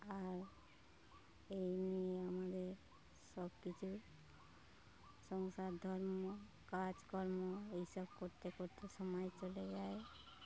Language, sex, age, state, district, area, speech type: Bengali, female, 60+, West Bengal, Darjeeling, rural, spontaneous